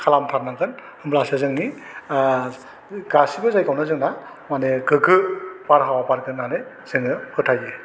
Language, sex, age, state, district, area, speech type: Bodo, male, 45-60, Assam, Chirang, rural, spontaneous